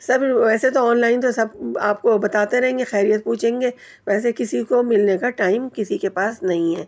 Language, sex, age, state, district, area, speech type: Urdu, female, 30-45, Delhi, Central Delhi, urban, spontaneous